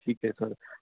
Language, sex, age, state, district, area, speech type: Punjabi, male, 18-30, Punjab, Kapurthala, rural, conversation